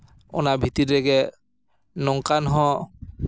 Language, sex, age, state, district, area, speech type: Santali, male, 30-45, West Bengal, Jhargram, rural, spontaneous